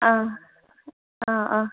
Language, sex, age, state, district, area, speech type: Malayalam, female, 18-30, Kerala, Wayanad, rural, conversation